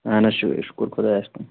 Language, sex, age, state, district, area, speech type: Kashmiri, male, 30-45, Jammu and Kashmir, Shopian, rural, conversation